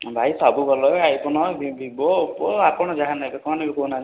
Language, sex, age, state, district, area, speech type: Odia, male, 18-30, Odisha, Puri, urban, conversation